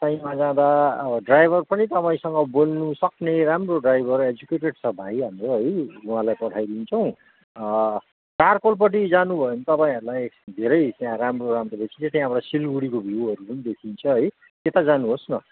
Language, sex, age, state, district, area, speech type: Nepali, male, 60+, West Bengal, Kalimpong, rural, conversation